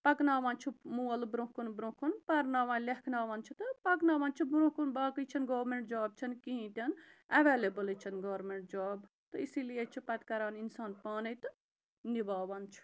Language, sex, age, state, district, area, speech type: Kashmiri, female, 30-45, Jammu and Kashmir, Bandipora, rural, spontaneous